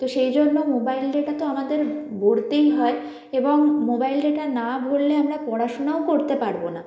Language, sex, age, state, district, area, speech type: Bengali, female, 18-30, West Bengal, North 24 Parganas, rural, spontaneous